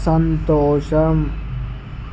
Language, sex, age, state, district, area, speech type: Telugu, male, 30-45, Andhra Pradesh, Srikakulam, urban, read